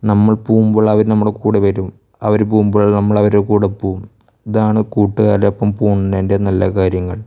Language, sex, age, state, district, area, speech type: Malayalam, male, 18-30, Kerala, Thrissur, rural, spontaneous